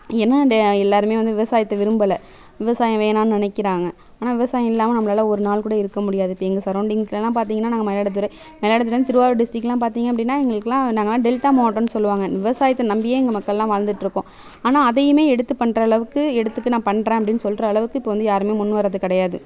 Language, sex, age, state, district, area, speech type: Tamil, female, 18-30, Tamil Nadu, Mayiladuthurai, rural, spontaneous